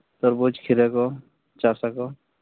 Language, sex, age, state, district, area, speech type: Santali, male, 18-30, Jharkhand, East Singhbhum, rural, conversation